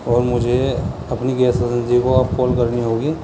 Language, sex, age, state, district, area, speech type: Urdu, male, 30-45, Uttar Pradesh, Muzaffarnagar, urban, spontaneous